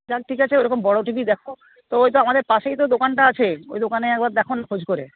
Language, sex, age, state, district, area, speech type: Bengali, female, 60+, West Bengal, Jhargram, rural, conversation